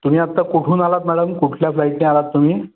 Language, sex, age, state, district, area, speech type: Marathi, male, 60+, Maharashtra, Pune, urban, conversation